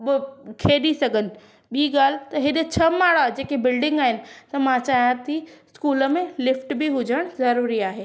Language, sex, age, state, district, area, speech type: Sindhi, female, 30-45, Maharashtra, Thane, urban, spontaneous